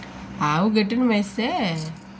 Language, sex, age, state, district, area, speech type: Telugu, female, 30-45, Andhra Pradesh, Nellore, urban, spontaneous